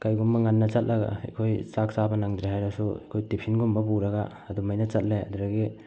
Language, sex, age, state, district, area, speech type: Manipuri, male, 18-30, Manipur, Bishnupur, rural, spontaneous